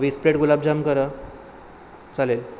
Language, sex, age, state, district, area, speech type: Marathi, male, 30-45, Maharashtra, Sindhudurg, rural, spontaneous